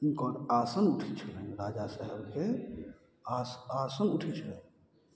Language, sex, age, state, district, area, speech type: Maithili, male, 45-60, Bihar, Madhubani, rural, spontaneous